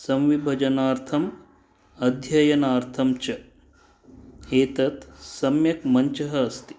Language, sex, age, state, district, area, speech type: Sanskrit, male, 45-60, Karnataka, Dakshina Kannada, urban, spontaneous